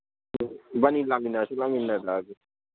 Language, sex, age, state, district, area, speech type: Manipuri, male, 18-30, Manipur, Kangpokpi, urban, conversation